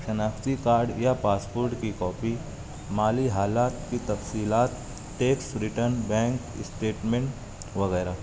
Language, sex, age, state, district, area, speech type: Urdu, male, 45-60, Maharashtra, Nashik, urban, spontaneous